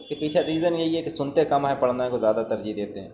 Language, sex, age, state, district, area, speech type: Urdu, male, 18-30, Uttar Pradesh, Shahjahanpur, urban, spontaneous